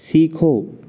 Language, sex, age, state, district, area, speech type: Hindi, male, 30-45, Madhya Pradesh, Jabalpur, urban, read